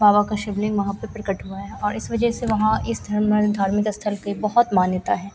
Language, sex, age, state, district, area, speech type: Hindi, female, 18-30, Bihar, Madhepura, rural, spontaneous